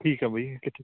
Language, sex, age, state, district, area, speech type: Punjabi, male, 18-30, Punjab, Patiala, rural, conversation